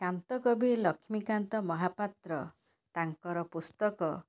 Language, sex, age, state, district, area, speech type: Odia, female, 45-60, Odisha, Cuttack, urban, spontaneous